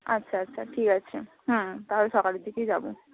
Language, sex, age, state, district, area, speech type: Bengali, female, 30-45, West Bengal, Bankura, urban, conversation